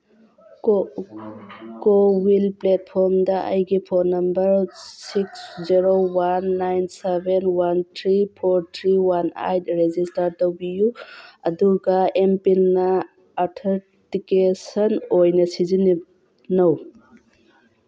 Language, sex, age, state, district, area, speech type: Manipuri, female, 45-60, Manipur, Churachandpur, rural, read